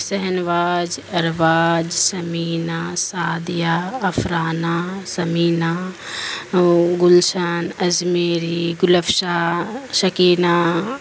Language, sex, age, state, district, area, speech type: Urdu, female, 45-60, Bihar, Darbhanga, rural, spontaneous